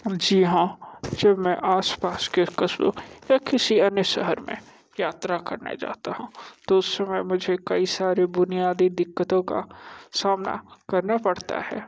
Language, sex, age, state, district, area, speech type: Hindi, male, 45-60, Uttar Pradesh, Sonbhadra, rural, spontaneous